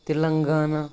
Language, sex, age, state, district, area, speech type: Kashmiri, male, 18-30, Jammu and Kashmir, Baramulla, rural, spontaneous